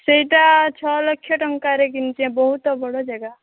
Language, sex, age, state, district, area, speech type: Odia, female, 30-45, Odisha, Boudh, rural, conversation